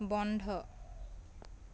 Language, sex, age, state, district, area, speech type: Assamese, female, 30-45, Assam, Dhemaji, urban, read